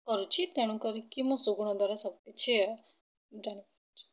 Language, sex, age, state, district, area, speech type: Odia, female, 18-30, Odisha, Bhadrak, rural, spontaneous